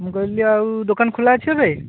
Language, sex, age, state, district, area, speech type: Odia, male, 18-30, Odisha, Bhadrak, rural, conversation